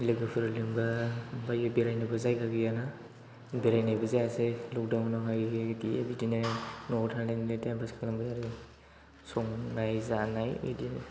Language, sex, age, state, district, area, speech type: Bodo, male, 18-30, Assam, Chirang, rural, spontaneous